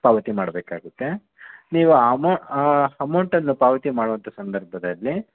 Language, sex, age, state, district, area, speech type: Kannada, male, 30-45, Karnataka, Chitradurga, rural, conversation